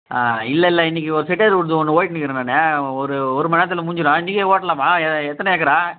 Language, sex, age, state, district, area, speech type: Tamil, male, 30-45, Tamil Nadu, Chengalpattu, rural, conversation